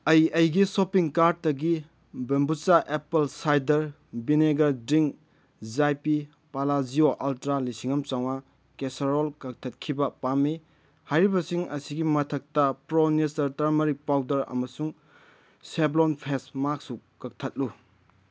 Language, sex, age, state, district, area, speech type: Manipuri, male, 30-45, Manipur, Kakching, rural, read